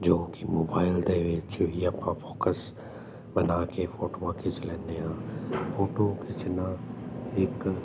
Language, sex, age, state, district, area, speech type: Punjabi, male, 45-60, Punjab, Jalandhar, urban, spontaneous